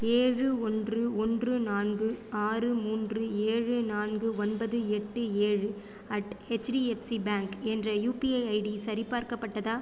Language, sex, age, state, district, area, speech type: Tamil, female, 30-45, Tamil Nadu, Sivaganga, rural, read